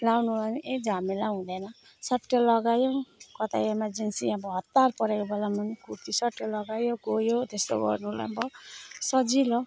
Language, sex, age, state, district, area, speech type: Nepali, female, 30-45, West Bengal, Alipurduar, urban, spontaneous